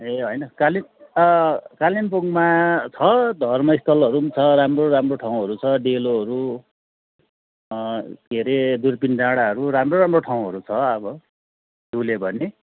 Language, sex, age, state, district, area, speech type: Nepali, male, 45-60, West Bengal, Kalimpong, rural, conversation